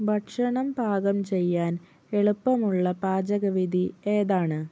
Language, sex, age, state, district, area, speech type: Malayalam, female, 18-30, Kerala, Kozhikode, urban, read